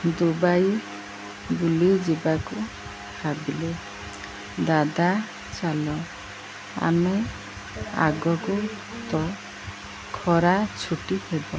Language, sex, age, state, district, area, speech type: Odia, female, 45-60, Odisha, Koraput, urban, spontaneous